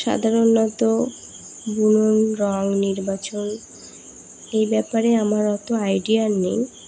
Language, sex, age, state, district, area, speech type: Bengali, female, 18-30, West Bengal, Dakshin Dinajpur, urban, spontaneous